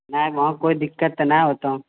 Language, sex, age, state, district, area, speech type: Maithili, male, 30-45, Bihar, Purnia, urban, conversation